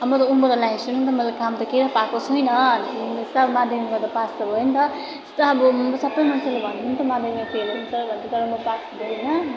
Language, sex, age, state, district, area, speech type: Nepali, female, 18-30, West Bengal, Darjeeling, rural, spontaneous